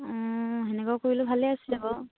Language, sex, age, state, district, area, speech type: Assamese, female, 18-30, Assam, Charaideo, rural, conversation